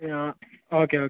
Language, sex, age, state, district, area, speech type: Malayalam, male, 18-30, Kerala, Kasaragod, rural, conversation